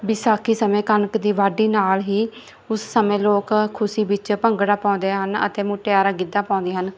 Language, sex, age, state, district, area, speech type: Punjabi, female, 18-30, Punjab, Barnala, rural, spontaneous